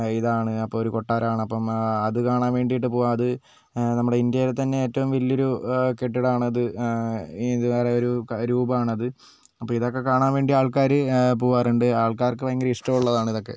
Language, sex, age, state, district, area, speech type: Malayalam, male, 45-60, Kerala, Wayanad, rural, spontaneous